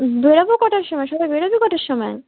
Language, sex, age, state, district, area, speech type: Bengali, female, 18-30, West Bengal, South 24 Parganas, rural, conversation